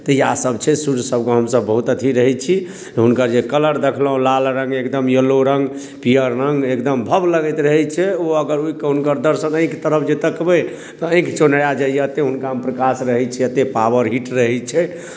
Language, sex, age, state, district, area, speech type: Maithili, male, 30-45, Bihar, Darbhanga, rural, spontaneous